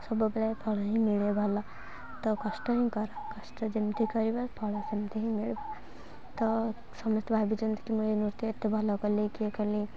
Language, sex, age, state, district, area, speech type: Odia, female, 18-30, Odisha, Kendrapara, urban, spontaneous